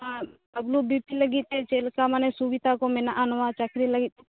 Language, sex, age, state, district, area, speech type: Santali, female, 18-30, West Bengal, Bankura, rural, conversation